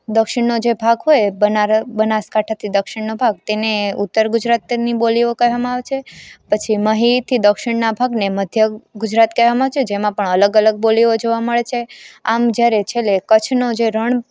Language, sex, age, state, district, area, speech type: Gujarati, female, 18-30, Gujarat, Amreli, rural, spontaneous